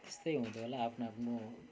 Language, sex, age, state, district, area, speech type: Nepali, male, 45-60, West Bengal, Kalimpong, rural, spontaneous